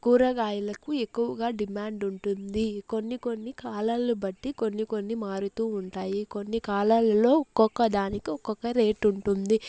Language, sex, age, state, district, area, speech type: Telugu, female, 18-30, Andhra Pradesh, Chittoor, urban, spontaneous